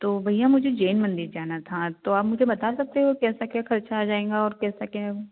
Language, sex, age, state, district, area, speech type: Hindi, female, 18-30, Madhya Pradesh, Betul, rural, conversation